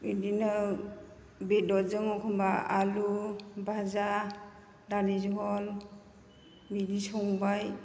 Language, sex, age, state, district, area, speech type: Bodo, female, 45-60, Assam, Chirang, rural, spontaneous